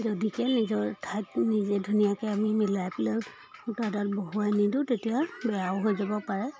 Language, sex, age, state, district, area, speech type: Assamese, female, 30-45, Assam, Charaideo, rural, spontaneous